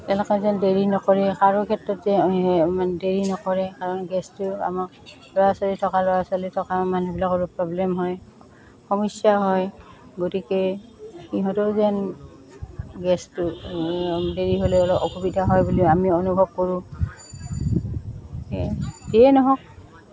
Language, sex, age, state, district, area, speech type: Assamese, female, 60+, Assam, Goalpara, urban, spontaneous